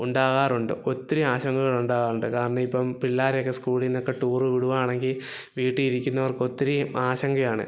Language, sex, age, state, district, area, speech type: Malayalam, male, 18-30, Kerala, Idukki, rural, spontaneous